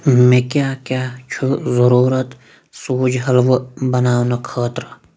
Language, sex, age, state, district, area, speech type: Kashmiri, male, 18-30, Jammu and Kashmir, Kulgam, rural, read